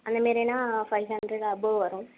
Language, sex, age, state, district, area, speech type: Tamil, female, 18-30, Tamil Nadu, Tiruvarur, rural, conversation